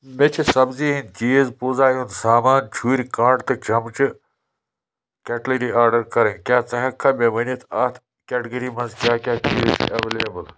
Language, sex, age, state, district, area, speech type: Kashmiri, male, 18-30, Jammu and Kashmir, Budgam, rural, read